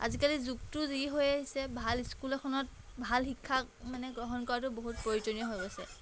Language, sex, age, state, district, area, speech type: Assamese, female, 18-30, Assam, Golaghat, urban, spontaneous